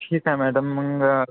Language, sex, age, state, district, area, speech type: Marathi, male, 18-30, Maharashtra, Washim, rural, conversation